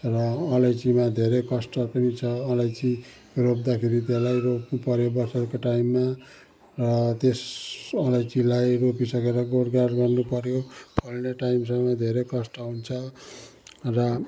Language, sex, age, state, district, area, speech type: Nepali, male, 60+, West Bengal, Kalimpong, rural, spontaneous